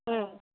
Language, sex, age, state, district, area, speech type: Tamil, female, 18-30, Tamil Nadu, Tiruvarur, rural, conversation